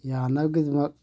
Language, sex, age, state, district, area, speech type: Manipuri, male, 45-60, Manipur, Churachandpur, rural, read